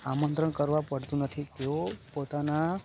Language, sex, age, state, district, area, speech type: Gujarati, male, 18-30, Gujarat, Narmada, rural, spontaneous